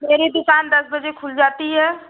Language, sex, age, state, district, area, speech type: Hindi, female, 30-45, Uttar Pradesh, Azamgarh, rural, conversation